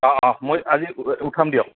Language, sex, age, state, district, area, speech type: Assamese, male, 45-60, Assam, Goalpara, urban, conversation